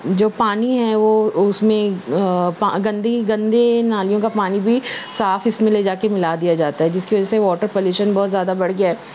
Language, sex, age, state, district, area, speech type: Urdu, female, 60+, Maharashtra, Nashik, urban, spontaneous